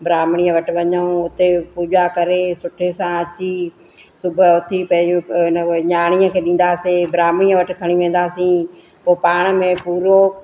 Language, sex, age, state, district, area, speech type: Sindhi, female, 45-60, Madhya Pradesh, Katni, urban, spontaneous